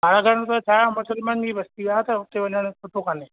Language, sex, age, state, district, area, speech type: Sindhi, male, 45-60, Rajasthan, Ajmer, urban, conversation